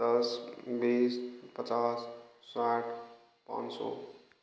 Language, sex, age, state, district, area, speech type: Hindi, male, 18-30, Rajasthan, Bharatpur, rural, spontaneous